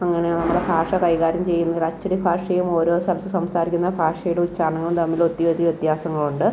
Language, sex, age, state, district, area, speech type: Malayalam, female, 30-45, Kerala, Kottayam, rural, spontaneous